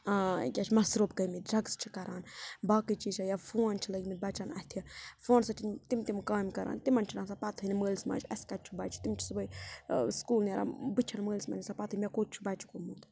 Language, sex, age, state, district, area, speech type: Kashmiri, female, 30-45, Jammu and Kashmir, Budgam, rural, spontaneous